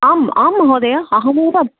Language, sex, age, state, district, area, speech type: Sanskrit, female, 30-45, Tamil Nadu, Chennai, urban, conversation